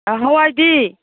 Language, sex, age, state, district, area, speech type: Manipuri, female, 60+, Manipur, Imphal East, rural, conversation